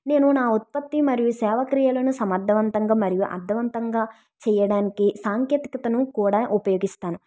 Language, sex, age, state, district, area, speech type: Telugu, female, 45-60, Andhra Pradesh, East Godavari, urban, spontaneous